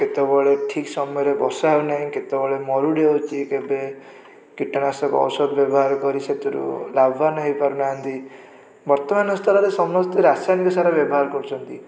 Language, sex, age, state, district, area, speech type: Odia, male, 18-30, Odisha, Puri, urban, spontaneous